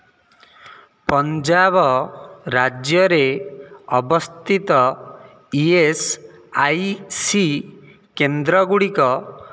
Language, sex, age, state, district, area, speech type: Odia, male, 30-45, Odisha, Nayagarh, rural, read